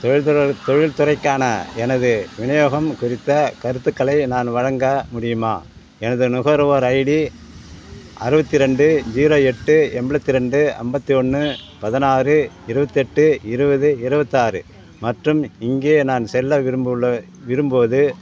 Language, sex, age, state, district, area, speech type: Tamil, male, 60+, Tamil Nadu, Ariyalur, rural, read